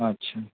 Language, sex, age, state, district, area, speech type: Marathi, male, 18-30, Maharashtra, Ratnagiri, rural, conversation